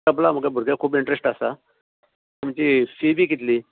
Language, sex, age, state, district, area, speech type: Goan Konkani, male, 60+, Goa, Canacona, rural, conversation